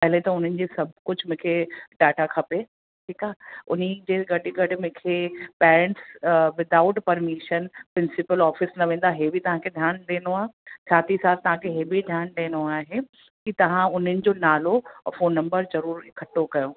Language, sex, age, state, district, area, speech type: Sindhi, female, 30-45, Uttar Pradesh, Lucknow, urban, conversation